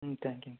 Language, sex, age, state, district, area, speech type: Tamil, male, 18-30, Tamil Nadu, Erode, rural, conversation